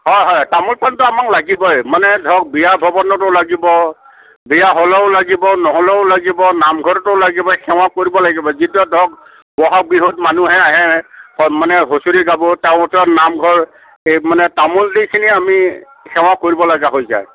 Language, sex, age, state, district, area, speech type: Assamese, male, 45-60, Assam, Kamrup Metropolitan, urban, conversation